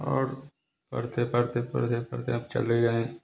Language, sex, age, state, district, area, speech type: Hindi, male, 30-45, Bihar, Samastipur, urban, spontaneous